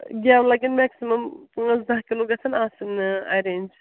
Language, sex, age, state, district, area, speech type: Kashmiri, female, 30-45, Jammu and Kashmir, Srinagar, rural, conversation